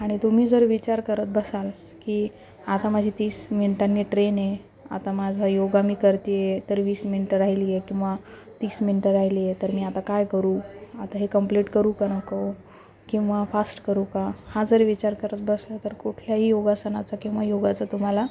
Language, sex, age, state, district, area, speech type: Marathi, female, 30-45, Maharashtra, Nanded, urban, spontaneous